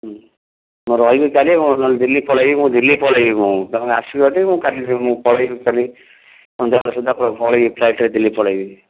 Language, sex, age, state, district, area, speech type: Odia, male, 45-60, Odisha, Kendrapara, urban, conversation